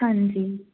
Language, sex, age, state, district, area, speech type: Punjabi, female, 18-30, Punjab, Fazilka, rural, conversation